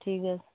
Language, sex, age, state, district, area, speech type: Bengali, female, 60+, West Bengal, Darjeeling, urban, conversation